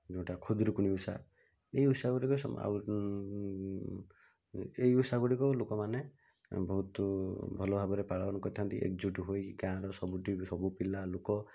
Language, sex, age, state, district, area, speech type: Odia, male, 45-60, Odisha, Bhadrak, rural, spontaneous